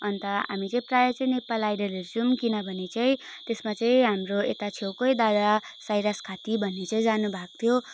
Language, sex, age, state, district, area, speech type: Nepali, female, 18-30, West Bengal, Darjeeling, rural, spontaneous